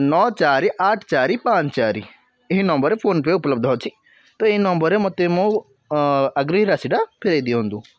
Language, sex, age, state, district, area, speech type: Odia, male, 18-30, Odisha, Puri, urban, spontaneous